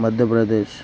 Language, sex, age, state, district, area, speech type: Telugu, male, 30-45, Andhra Pradesh, Bapatla, rural, spontaneous